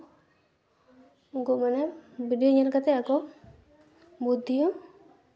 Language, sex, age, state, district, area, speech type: Santali, female, 18-30, West Bengal, Purulia, rural, spontaneous